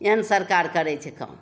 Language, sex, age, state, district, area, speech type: Maithili, female, 45-60, Bihar, Begusarai, urban, spontaneous